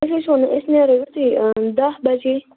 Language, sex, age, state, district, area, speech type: Kashmiri, female, 18-30, Jammu and Kashmir, Bandipora, rural, conversation